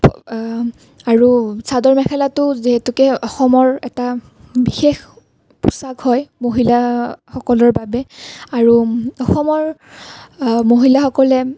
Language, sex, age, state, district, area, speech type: Assamese, female, 18-30, Assam, Nalbari, rural, spontaneous